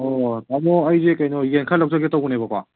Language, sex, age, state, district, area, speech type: Manipuri, male, 18-30, Manipur, Kangpokpi, urban, conversation